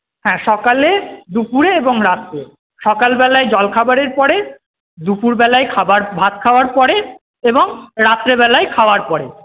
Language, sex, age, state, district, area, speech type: Bengali, male, 30-45, West Bengal, Paschim Bardhaman, urban, conversation